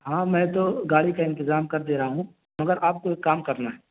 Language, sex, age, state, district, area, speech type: Urdu, male, 18-30, Uttar Pradesh, Balrampur, rural, conversation